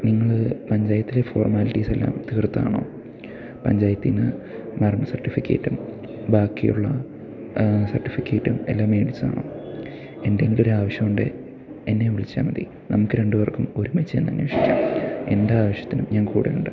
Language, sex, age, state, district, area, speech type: Malayalam, male, 18-30, Kerala, Idukki, rural, spontaneous